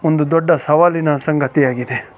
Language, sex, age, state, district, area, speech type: Kannada, male, 45-60, Karnataka, Chikkamagaluru, rural, spontaneous